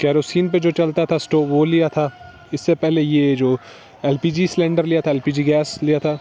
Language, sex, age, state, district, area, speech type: Urdu, male, 18-30, Jammu and Kashmir, Srinagar, urban, spontaneous